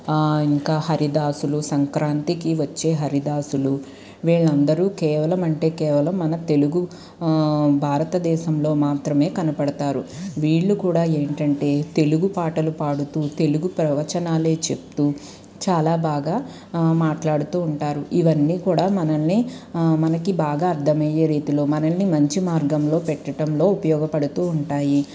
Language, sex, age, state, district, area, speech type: Telugu, female, 30-45, Andhra Pradesh, Guntur, urban, spontaneous